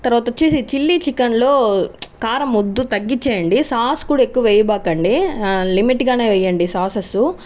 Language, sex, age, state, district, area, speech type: Telugu, female, 60+, Andhra Pradesh, Chittoor, rural, spontaneous